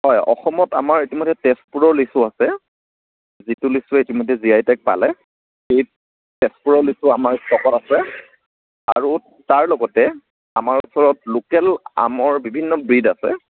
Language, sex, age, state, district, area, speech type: Assamese, male, 30-45, Assam, Lakhimpur, rural, conversation